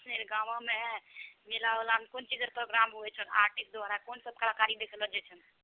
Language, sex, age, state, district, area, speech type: Maithili, female, 18-30, Bihar, Purnia, rural, conversation